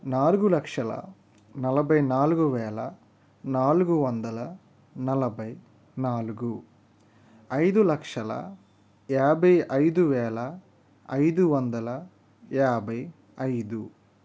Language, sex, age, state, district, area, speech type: Telugu, male, 45-60, Andhra Pradesh, East Godavari, rural, spontaneous